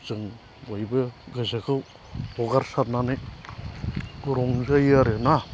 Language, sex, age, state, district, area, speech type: Bodo, male, 30-45, Assam, Chirang, rural, spontaneous